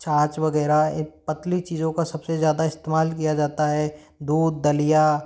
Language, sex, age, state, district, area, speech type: Hindi, male, 45-60, Rajasthan, Karauli, rural, spontaneous